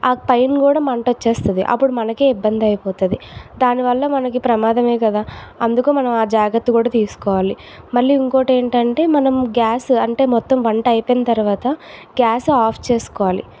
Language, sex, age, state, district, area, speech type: Telugu, female, 18-30, Andhra Pradesh, Vizianagaram, urban, spontaneous